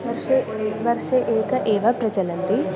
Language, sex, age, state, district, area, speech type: Sanskrit, female, 18-30, Kerala, Malappuram, rural, spontaneous